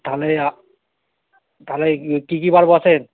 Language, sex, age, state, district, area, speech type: Bengali, male, 60+, West Bengal, Purba Bardhaman, rural, conversation